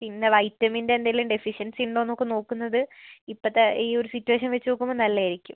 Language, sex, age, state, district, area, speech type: Malayalam, female, 18-30, Kerala, Wayanad, rural, conversation